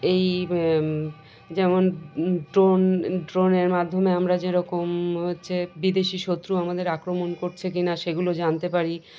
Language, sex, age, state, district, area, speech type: Bengali, female, 30-45, West Bengal, Birbhum, urban, spontaneous